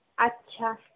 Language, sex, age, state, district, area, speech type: Bengali, female, 18-30, West Bengal, Paschim Bardhaman, urban, conversation